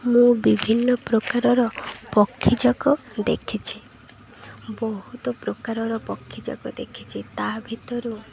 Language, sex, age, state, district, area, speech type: Odia, female, 18-30, Odisha, Malkangiri, urban, spontaneous